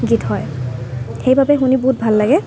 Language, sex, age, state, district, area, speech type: Assamese, female, 18-30, Assam, Sivasagar, urban, spontaneous